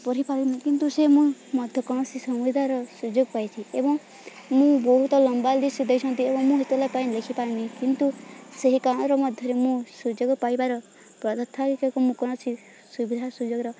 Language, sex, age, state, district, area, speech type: Odia, female, 18-30, Odisha, Balangir, urban, spontaneous